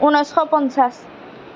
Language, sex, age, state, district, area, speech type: Assamese, female, 45-60, Assam, Darrang, rural, spontaneous